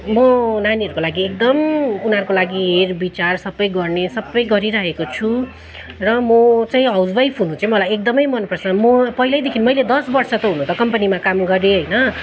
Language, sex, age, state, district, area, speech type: Nepali, female, 30-45, West Bengal, Kalimpong, rural, spontaneous